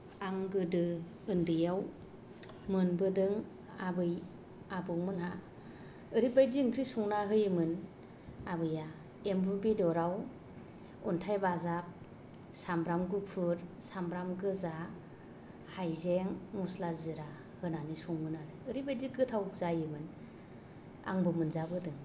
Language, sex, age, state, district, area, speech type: Bodo, female, 30-45, Assam, Kokrajhar, rural, spontaneous